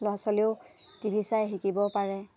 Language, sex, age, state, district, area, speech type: Assamese, female, 18-30, Assam, Lakhimpur, urban, spontaneous